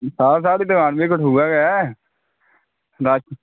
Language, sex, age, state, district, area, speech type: Dogri, male, 18-30, Jammu and Kashmir, Kathua, rural, conversation